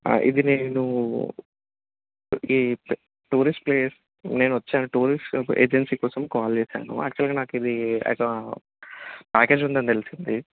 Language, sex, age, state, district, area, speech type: Telugu, male, 30-45, Telangana, Peddapalli, rural, conversation